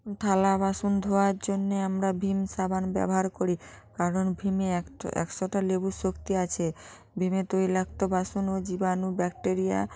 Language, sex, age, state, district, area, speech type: Bengali, female, 45-60, West Bengal, North 24 Parganas, rural, spontaneous